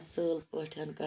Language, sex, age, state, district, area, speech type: Kashmiri, female, 45-60, Jammu and Kashmir, Ganderbal, rural, spontaneous